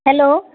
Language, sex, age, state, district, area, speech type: Assamese, female, 30-45, Assam, Dibrugarh, rural, conversation